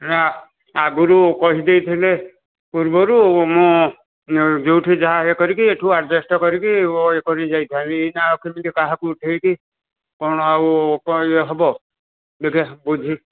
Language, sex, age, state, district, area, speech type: Odia, male, 60+, Odisha, Jharsuguda, rural, conversation